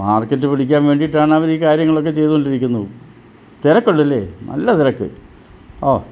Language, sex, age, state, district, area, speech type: Malayalam, male, 60+, Kerala, Pathanamthitta, rural, spontaneous